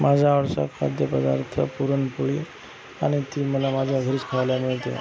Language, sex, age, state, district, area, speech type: Marathi, male, 45-60, Maharashtra, Akola, urban, spontaneous